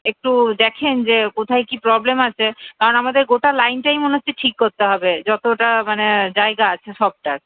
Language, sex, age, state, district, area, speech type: Bengali, female, 30-45, West Bengal, Paschim Bardhaman, rural, conversation